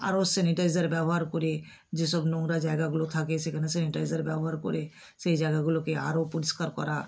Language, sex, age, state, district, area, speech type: Bengali, female, 60+, West Bengal, Nadia, rural, spontaneous